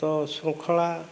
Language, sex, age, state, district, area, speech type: Odia, male, 45-60, Odisha, Kandhamal, rural, spontaneous